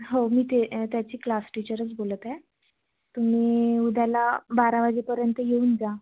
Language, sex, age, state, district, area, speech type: Marathi, female, 45-60, Maharashtra, Nagpur, urban, conversation